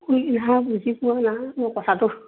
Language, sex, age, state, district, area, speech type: Assamese, female, 60+, Assam, Dibrugarh, rural, conversation